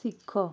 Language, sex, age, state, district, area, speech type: Odia, female, 18-30, Odisha, Puri, urban, read